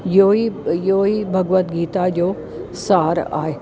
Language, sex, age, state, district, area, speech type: Sindhi, female, 45-60, Delhi, South Delhi, urban, spontaneous